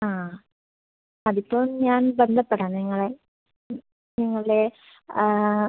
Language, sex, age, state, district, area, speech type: Malayalam, female, 18-30, Kerala, Kannur, urban, conversation